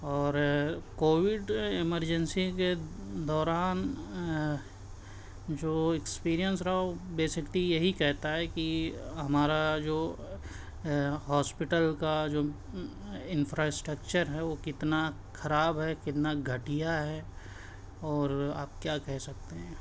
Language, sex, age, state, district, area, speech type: Urdu, male, 18-30, Uttar Pradesh, Siddharthnagar, rural, spontaneous